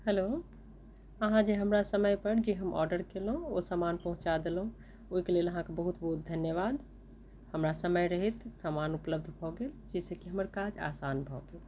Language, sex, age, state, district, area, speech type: Maithili, other, 60+, Bihar, Madhubani, urban, spontaneous